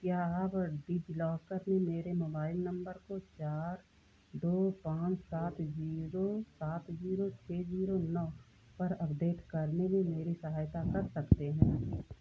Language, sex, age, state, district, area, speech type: Hindi, female, 60+, Uttar Pradesh, Ayodhya, rural, read